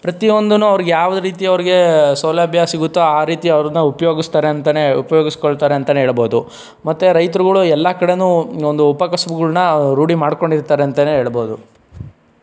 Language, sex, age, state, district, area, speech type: Kannada, male, 45-60, Karnataka, Chikkaballapur, rural, spontaneous